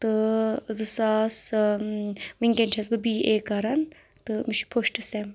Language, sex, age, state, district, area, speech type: Kashmiri, female, 30-45, Jammu and Kashmir, Anantnag, rural, spontaneous